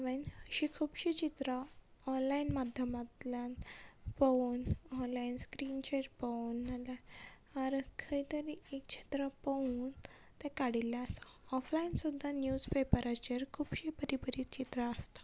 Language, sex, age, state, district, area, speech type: Goan Konkani, female, 18-30, Goa, Ponda, rural, spontaneous